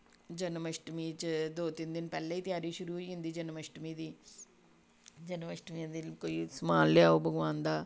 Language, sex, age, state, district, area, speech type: Dogri, female, 45-60, Jammu and Kashmir, Samba, rural, spontaneous